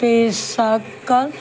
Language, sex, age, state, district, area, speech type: Maithili, female, 60+, Bihar, Madhubani, rural, read